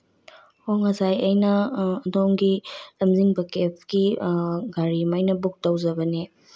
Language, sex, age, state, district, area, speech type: Manipuri, female, 30-45, Manipur, Bishnupur, rural, spontaneous